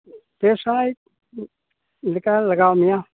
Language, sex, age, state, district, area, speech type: Santali, male, 60+, West Bengal, Purulia, rural, conversation